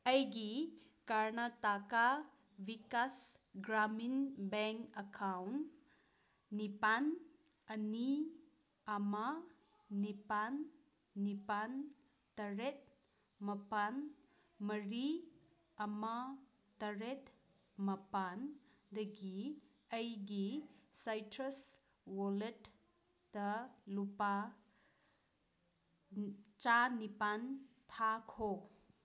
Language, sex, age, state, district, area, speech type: Manipuri, female, 18-30, Manipur, Kangpokpi, urban, read